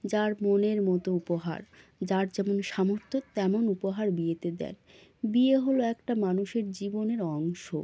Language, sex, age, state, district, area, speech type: Bengali, female, 18-30, West Bengal, North 24 Parganas, rural, spontaneous